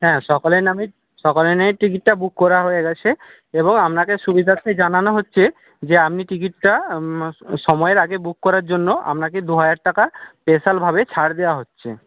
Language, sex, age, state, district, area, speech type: Bengali, male, 60+, West Bengal, Jhargram, rural, conversation